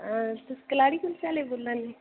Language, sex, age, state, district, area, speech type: Dogri, female, 18-30, Jammu and Kashmir, Kathua, rural, conversation